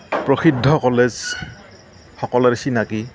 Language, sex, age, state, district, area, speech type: Assamese, male, 60+, Assam, Morigaon, rural, spontaneous